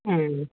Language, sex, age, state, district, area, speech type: Tamil, female, 60+, Tamil Nadu, Virudhunagar, rural, conversation